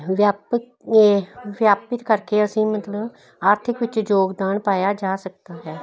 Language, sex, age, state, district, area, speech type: Punjabi, female, 60+, Punjab, Jalandhar, urban, spontaneous